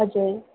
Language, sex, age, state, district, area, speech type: Nepali, female, 18-30, West Bengal, Darjeeling, rural, conversation